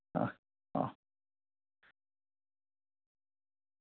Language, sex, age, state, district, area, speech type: Manipuri, male, 18-30, Manipur, Senapati, rural, conversation